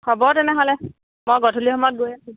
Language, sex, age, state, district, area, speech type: Assamese, female, 30-45, Assam, Sivasagar, rural, conversation